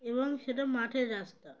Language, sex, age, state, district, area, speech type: Bengali, female, 18-30, West Bengal, Uttar Dinajpur, urban, spontaneous